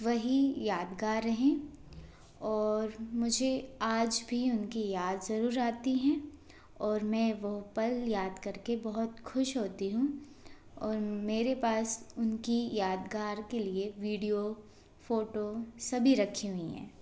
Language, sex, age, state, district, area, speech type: Hindi, female, 18-30, Madhya Pradesh, Bhopal, urban, spontaneous